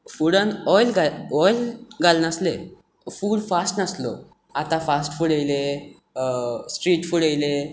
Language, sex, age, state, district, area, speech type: Goan Konkani, male, 18-30, Goa, Tiswadi, rural, spontaneous